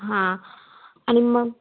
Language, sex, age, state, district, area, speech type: Marathi, female, 18-30, Maharashtra, Raigad, rural, conversation